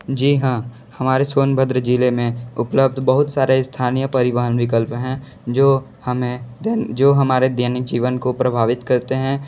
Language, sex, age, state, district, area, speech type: Hindi, male, 30-45, Uttar Pradesh, Sonbhadra, rural, spontaneous